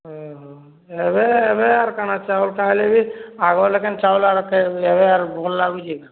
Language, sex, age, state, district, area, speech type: Odia, male, 18-30, Odisha, Boudh, rural, conversation